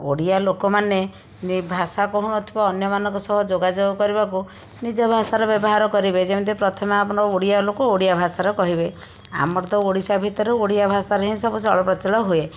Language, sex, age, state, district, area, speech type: Odia, female, 30-45, Odisha, Jajpur, rural, spontaneous